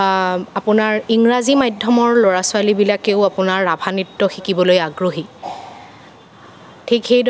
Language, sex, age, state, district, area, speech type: Assamese, female, 18-30, Assam, Nagaon, rural, spontaneous